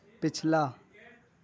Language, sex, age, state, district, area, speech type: Urdu, male, 18-30, Uttar Pradesh, Gautam Buddha Nagar, urban, read